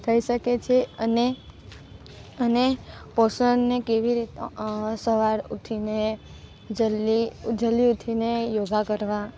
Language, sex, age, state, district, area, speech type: Gujarati, female, 18-30, Gujarat, Narmada, urban, spontaneous